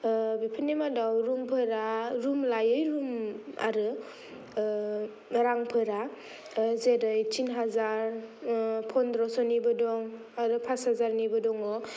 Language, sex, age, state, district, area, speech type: Bodo, female, 18-30, Assam, Kokrajhar, rural, spontaneous